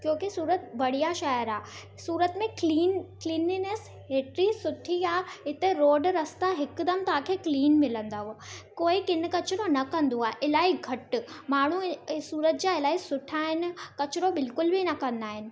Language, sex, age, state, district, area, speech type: Sindhi, female, 18-30, Gujarat, Surat, urban, spontaneous